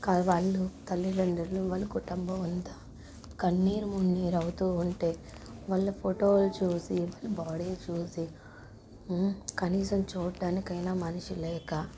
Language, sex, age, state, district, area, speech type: Telugu, female, 45-60, Telangana, Mancherial, rural, spontaneous